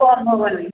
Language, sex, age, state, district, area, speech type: Odia, female, 45-60, Odisha, Angul, rural, conversation